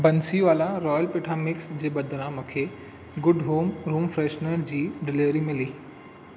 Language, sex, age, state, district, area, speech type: Sindhi, male, 18-30, Maharashtra, Thane, urban, read